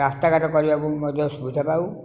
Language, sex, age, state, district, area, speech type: Odia, male, 60+, Odisha, Nayagarh, rural, spontaneous